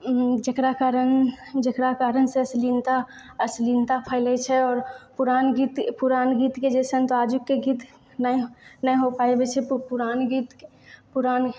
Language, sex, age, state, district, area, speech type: Maithili, female, 18-30, Bihar, Purnia, rural, spontaneous